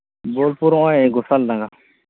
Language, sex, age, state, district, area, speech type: Santali, male, 18-30, West Bengal, Birbhum, rural, conversation